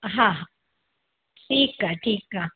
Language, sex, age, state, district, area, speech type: Sindhi, female, 60+, Maharashtra, Thane, urban, conversation